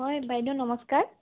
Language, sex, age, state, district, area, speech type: Assamese, female, 18-30, Assam, Lakhimpur, urban, conversation